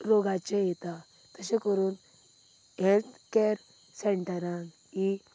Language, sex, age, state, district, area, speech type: Goan Konkani, female, 18-30, Goa, Quepem, rural, spontaneous